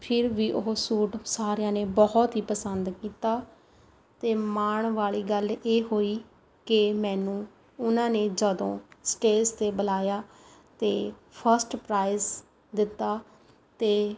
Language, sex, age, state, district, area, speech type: Punjabi, female, 30-45, Punjab, Rupnagar, rural, spontaneous